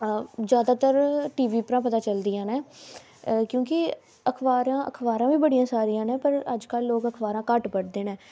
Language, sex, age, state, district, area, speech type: Dogri, female, 18-30, Jammu and Kashmir, Samba, rural, spontaneous